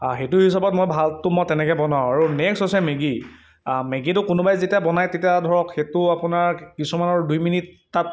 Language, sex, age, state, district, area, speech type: Assamese, male, 18-30, Assam, Sivasagar, rural, spontaneous